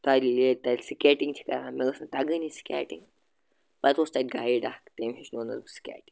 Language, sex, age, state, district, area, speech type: Kashmiri, male, 30-45, Jammu and Kashmir, Bandipora, rural, spontaneous